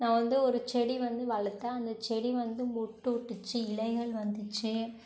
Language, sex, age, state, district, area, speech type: Tamil, female, 18-30, Tamil Nadu, Namakkal, rural, spontaneous